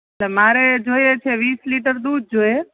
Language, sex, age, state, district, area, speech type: Gujarati, female, 30-45, Gujarat, Rajkot, urban, conversation